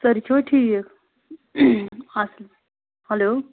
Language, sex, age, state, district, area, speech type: Kashmiri, female, 30-45, Jammu and Kashmir, Anantnag, rural, conversation